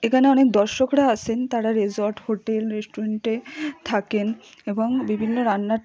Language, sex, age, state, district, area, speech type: Bengali, female, 30-45, West Bengal, Purba Bardhaman, urban, spontaneous